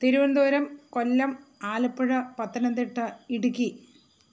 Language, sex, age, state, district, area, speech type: Malayalam, female, 45-60, Kerala, Thiruvananthapuram, urban, spontaneous